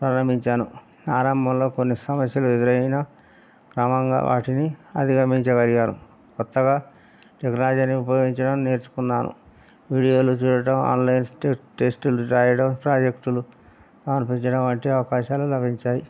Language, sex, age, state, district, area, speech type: Telugu, male, 60+, Telangana, Hanamkonda, rural, spontaneous